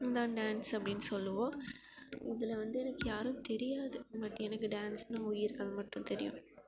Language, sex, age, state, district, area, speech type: Tamil, female, 18-30, Tamil Nadu, Perambalur, rural, spontaneous